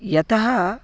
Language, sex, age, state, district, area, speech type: Sanskrit, male, 18-30, Karnataka, Vijayapura, rural, spontaneous